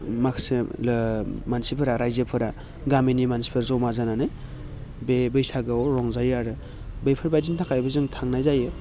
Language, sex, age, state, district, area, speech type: Bodo, male, 30-45, Assam, Baksa, urban, spontaneous